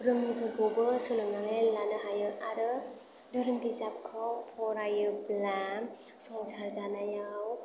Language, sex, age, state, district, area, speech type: Bodo, female, 18-30, Assam, Chirang, urban, spontaneous